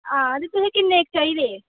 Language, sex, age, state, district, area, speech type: Dogri, female, 18-30, Jammu and Kashmir, Reasi, rural, conversation